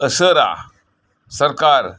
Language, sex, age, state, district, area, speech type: Santali, male, 60+, West Bengal, Birbhum, rural, spontaneous